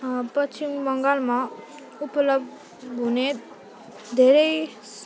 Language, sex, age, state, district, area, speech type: Nepali, female, 18-30, West Bengal, Alipurduar, urban, spontaneous